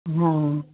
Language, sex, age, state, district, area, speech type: Sindhi, female, 60+, Maharashtra, Ahmednagar, urban, conversation